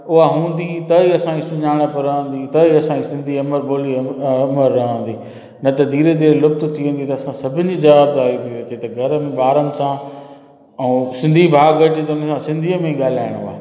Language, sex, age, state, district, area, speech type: Sindhi, male, 45-60, Gujarat, Junagadh, urban, spontaneous